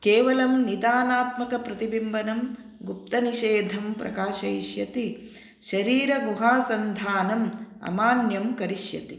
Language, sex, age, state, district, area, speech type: Sanskrit, female, 45-60, Karnataka, Uttara Kannada, urban, read